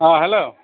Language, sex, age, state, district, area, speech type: Assamese, male, 45-60, Assam, Tinsukia, rural, conversation